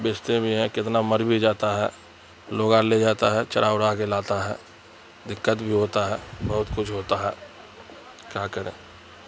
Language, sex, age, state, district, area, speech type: Urdu, male, 45-60, Bihar, Darbhanga, rural, spontaneous